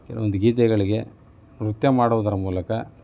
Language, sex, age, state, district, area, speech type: Kannada, male, 45-60, Karnataka, Davanagere, urban, spontaneous